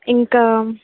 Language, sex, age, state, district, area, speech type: Telugu, female, 18-30, Telangana, Nalgonda, urban, conversation